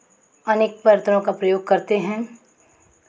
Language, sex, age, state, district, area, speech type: Hindi, female, 45-60, Uttar Pradesh, Chandauli, urban, spontaneous